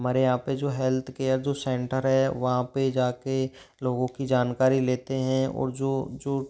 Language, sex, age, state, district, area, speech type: Hindi, male, 30-45, Rajasthan, Jodhpur, urban, spontaneous